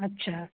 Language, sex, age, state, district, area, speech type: Hindi, female, 45-60, Madhya Pradesh, Jabalpur, urban, conversation